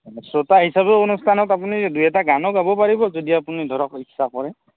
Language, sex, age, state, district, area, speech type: Assamese, male, 18-30, Assam, Barpeta, rural, conversation